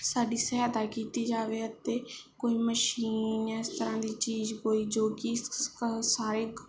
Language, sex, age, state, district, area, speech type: Punjabi, female, 18-30, Punjab, Barnala, rural, spontaneous